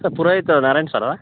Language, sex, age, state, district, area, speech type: Kannada, male, 18-30, Karnataka, Chamarajanagar, rural, conversation